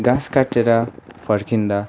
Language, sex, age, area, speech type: Nepali, male, 18-30, rural, spontaneous